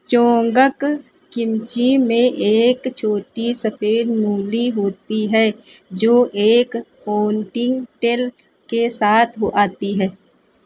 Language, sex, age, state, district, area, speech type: Hindi, female, 45-60, Uttar Pradesh, Lucknow, rural, read